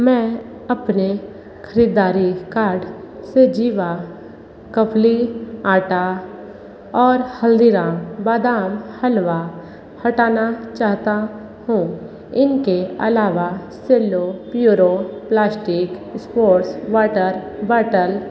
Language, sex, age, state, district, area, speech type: Hindi, female, 30-45, Uttar Pradesh, Sonbhadra, rural, read